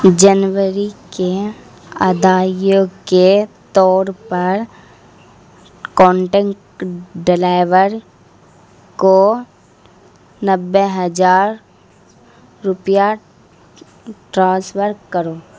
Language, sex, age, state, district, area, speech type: Urdu, female, 18-30, Bihar, Khagaria, rural, read